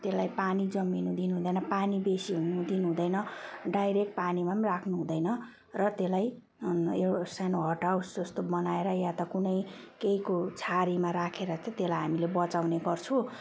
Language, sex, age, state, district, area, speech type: Nepali, female, 45-60, West Bengal, Jalpaiguri, urban, spontaneous